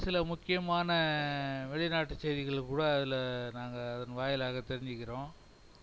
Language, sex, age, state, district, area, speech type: Tamil, male, 60+, Tamil Nadu, Cuddalore, rural, spontaneous